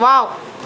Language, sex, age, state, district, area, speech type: Kannada, female, 30-45, Karnataka, Bidar, urban, read